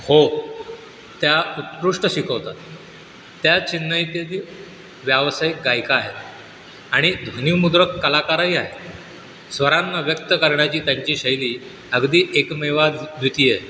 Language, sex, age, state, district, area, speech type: Marathi, male, 60+, Maharashtra, Sindhudurg, rural, read